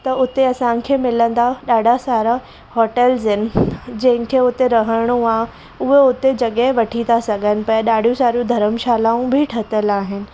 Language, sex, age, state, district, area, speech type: Sindhi, female, 18-30, Maharashtra, Mumbai Suburban, rural, spontaneous